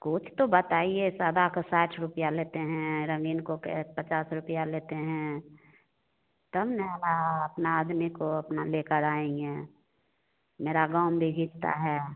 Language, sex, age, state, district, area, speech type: Hindi, female, 60+, Bihar, Begusarai, urban, conversation